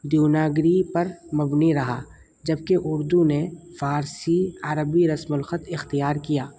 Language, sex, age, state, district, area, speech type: Urdu, male, 30-45, Uttar Pradesh, Muzaffarnagar, urban, spontaneous